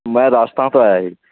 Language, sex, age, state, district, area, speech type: Punjabi, male, 30-45, Punjab, Mansa, urban, conversation